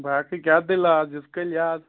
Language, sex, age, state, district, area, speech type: Kashmiri, male, 18-30, Jammu and Kashmir, Kulgam, rural, conversation